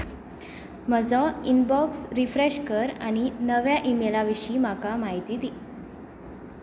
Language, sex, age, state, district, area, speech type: Goan Konkani, female, 18-30, Goa, Tiswadi, rural, read